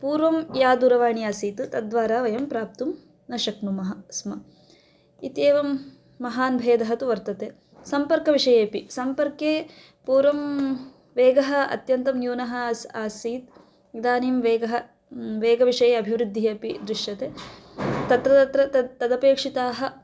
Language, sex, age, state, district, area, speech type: Sanskrit, female, 18-30, Karnataka, Chikkaballapur, rural, spontaneous